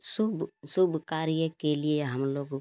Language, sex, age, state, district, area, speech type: Hindi, female, 30-45, Uttar Pradesh, Ghazipur, rural, spontaneous